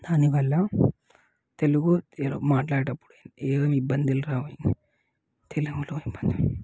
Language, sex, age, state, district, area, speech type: Telugu, male, 18-30, Telangana, Nalgonda, urban, spontaneous